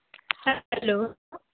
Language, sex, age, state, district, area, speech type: Bengali, female, 30-45, West Bengal, Alipurduar, rural, conversation